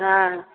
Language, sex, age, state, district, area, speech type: Hindi, female, 60+, Bihar, Begusarai, rural, conversation